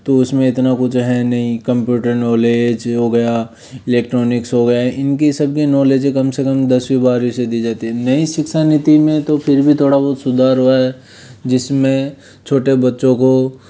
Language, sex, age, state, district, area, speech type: Hindi, male, 30-45, Rajasthan, Jaipur, urban, spontaneous